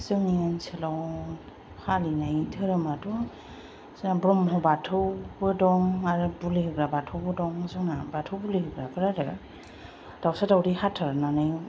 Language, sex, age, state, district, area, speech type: Bodo, female, 30-45, Assam, Kokrajhar, rural, spontaneous